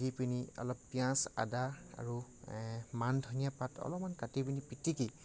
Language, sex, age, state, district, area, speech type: Assamese, male, 45-60, Assam, Morigaon, rural, spontaneous